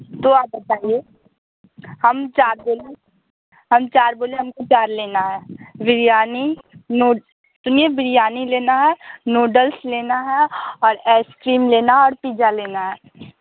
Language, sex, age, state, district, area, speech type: Hindi, female, 18-30, Bihar, Samastipur, rural, conversation